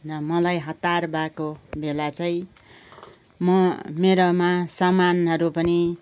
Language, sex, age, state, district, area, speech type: Nepali, female, 60+, West Bengal, Kalimpong, rural, spontaneous